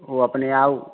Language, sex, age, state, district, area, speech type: Maithili, male, 45-60, Bihar, Sitamarhi, rural, conversation